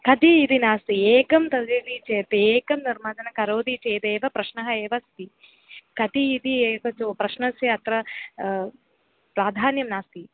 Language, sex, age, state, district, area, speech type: Sanskrit, female, 18-30, Kerala, Thiruvananthapuram, rural, conversation